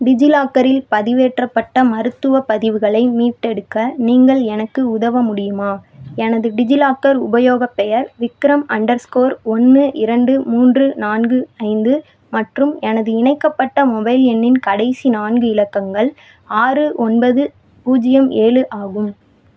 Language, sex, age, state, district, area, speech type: Tamil, female, 18-30, Tamil Nadu, Madurai, rural, read